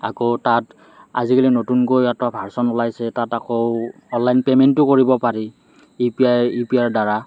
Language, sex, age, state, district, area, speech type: Assamese, male, 30-45, Assam, Morigaon, urban, spontaneous